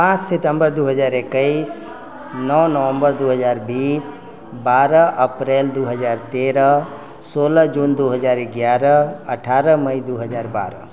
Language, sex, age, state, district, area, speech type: Maithili, male, 60+, Bihar, Sitamarhi, rural, spontaneous